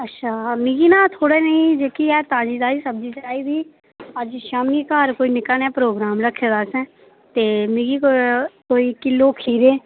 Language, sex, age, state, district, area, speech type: Dogri, female, 18-30, Jammu and Kashmir, Reasi, rural, conversation